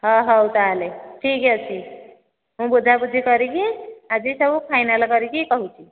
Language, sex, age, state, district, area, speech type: Odia, female, 30-45, Odisha, Nayagarh, rural, conversation